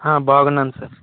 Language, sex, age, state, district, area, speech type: Telugu, male, 18-30, Andhra Pradesh, Vizianagaram, rural, conversation